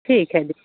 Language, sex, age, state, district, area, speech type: Hindi, female, 45-60, Uttar Pradesh, Pratapgarh, rural, conversation